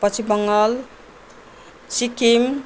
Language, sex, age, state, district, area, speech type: Nepali, female, 60+, West Bengal, Jalpaiguri, rural, spontaneous